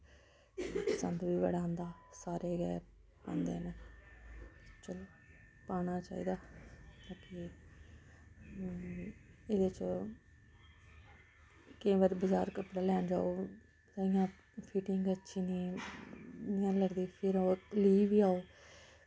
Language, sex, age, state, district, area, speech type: Dogri, female, 30-45, Jammu and Kashmir, Samba, urban, spontaneous